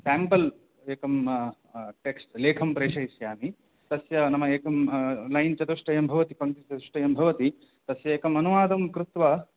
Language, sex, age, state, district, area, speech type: Sanskrit, male, 30-45, Karnataka, Udupi, urban, conversation